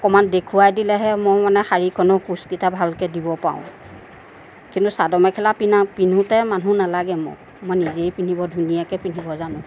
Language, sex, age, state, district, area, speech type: Assamese, female, 45-60, Assam, Nagaon, rural, spontaneous